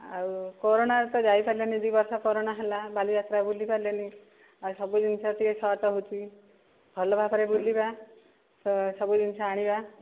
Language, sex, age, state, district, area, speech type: Odia, female, 30-45, Odisha, Dhenkanal, rural, conversation